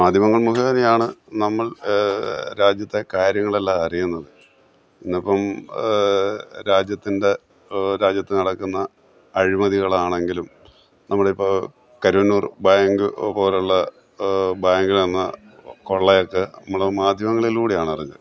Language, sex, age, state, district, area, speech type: Malayalam, male, 60+, Kerala, Kottayam, rural, spontaneous